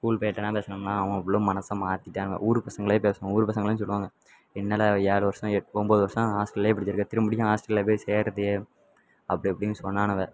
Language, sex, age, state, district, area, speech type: Tamil, male, 18-30, Tamil Nadu, Tirunelveli, rural, spontaneous